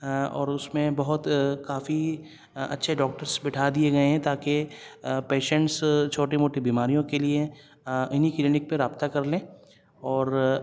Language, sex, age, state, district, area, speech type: Urdu, female, 30-45, Delhi, Central Delhi, urban, spontaneous